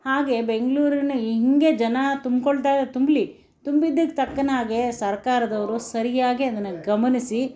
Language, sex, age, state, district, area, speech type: Kannada, female, 60+, Karnataka, Bangalore Urban, urban, spontaneous